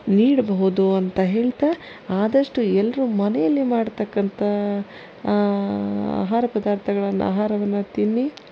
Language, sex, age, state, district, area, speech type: Kannada, female, 30-45, Karnataka, Kolar, urban, spontaneous